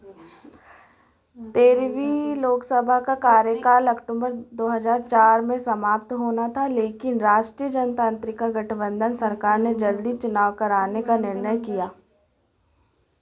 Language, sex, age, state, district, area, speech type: Hindi, female, 18-30, Madhya Pradesh, Chhindwara, urban, read